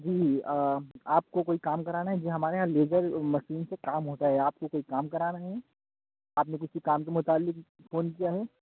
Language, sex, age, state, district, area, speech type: Urdu, male, 45-60, Uttar Pradesh, Aligarh, rural, conversation